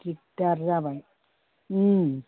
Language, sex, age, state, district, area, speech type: Bodo, female, 60+, Assam, Chirang, rural, conversation